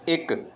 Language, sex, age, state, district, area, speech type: Punjabi, male, 30-45, Punjab, Bathinda, urban, read